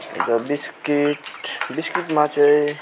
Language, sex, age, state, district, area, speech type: Nepali, male, 18-30, West Bengal, Alipurduar, rural, spontaneous